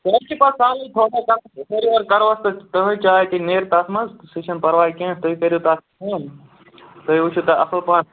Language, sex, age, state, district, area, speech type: Kashmiri, male, 18-30, Jammu and Kashmir, Ganderbal, rural, conversation